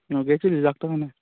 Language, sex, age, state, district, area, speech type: Bengali, male, 18-30, West Bengal, Dakshin Dinajpur, urban, conversation